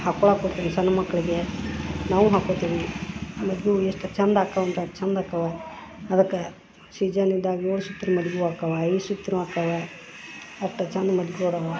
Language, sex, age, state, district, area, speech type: Kannada, female, 45-60, Karnataka, Dharwad, rural, spontaneous